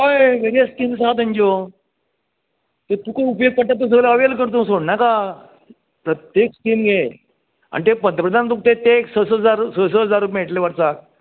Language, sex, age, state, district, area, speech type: Goan Konkani, male, 60+, Goa, Canacona, rural, conversation